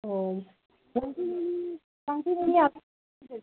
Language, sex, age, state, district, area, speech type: Bodo, female, 18-30, Assam, Kokrajhar, rural, conversation